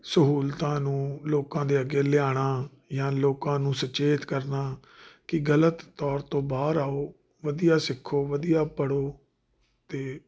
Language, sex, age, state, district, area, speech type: Punjabi, male, 30-45, Punjab, Jalandhar, urban, spontaneous